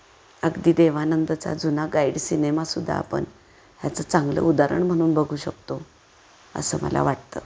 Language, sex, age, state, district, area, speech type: Marathi, female, 45-60, Maharashtra, Satara, rural, spontaneous